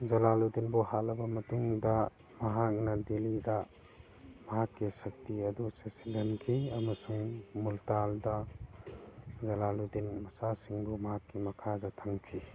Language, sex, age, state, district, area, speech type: Manipuri, male, 45-60, Manipur, Churachandpur, urban, read